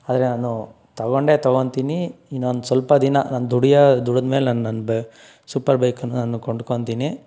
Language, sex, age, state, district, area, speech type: Kannada, male, 18-30, Karnataka, Tumkur, rural, spontaneous